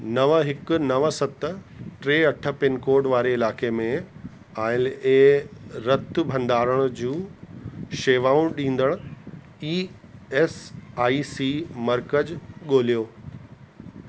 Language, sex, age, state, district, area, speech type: Sindhi, male, 45-60, Uttar Pradesh, Lucknow, rural, read